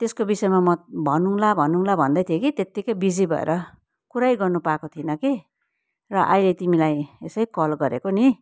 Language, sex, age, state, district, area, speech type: Nepali, female, 45-60, West Bengal, Kalimpong, rural, spontaneous